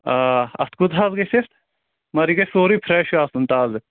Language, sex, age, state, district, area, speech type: Kashmiri, male, 30-45, Jammu and Kashmir, Shopian, rural, conversation